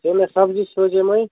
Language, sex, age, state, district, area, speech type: Kashmiri, male, 18-30, Jammu and Kashmir, Budgam, rural, conversation